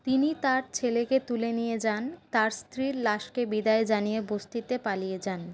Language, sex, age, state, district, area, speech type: Bengali, female, 60+, West Bengal, Paschim Bardhaman, urban, read